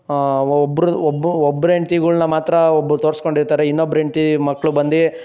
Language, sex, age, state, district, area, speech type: Kannada, male, 18-30, Karnataka, Chikkaballapur, rural, spontaneous